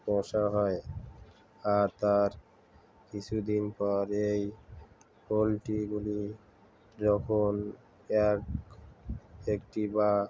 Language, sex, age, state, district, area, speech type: Bengali, male, 45-60, West Bengal, Uttar Dinajpur, urban, spontaneous